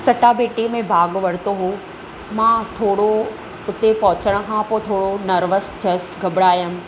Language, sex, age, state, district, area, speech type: Sindhi, female, 30-45, Maharashtra, Thane, urban, spontaneous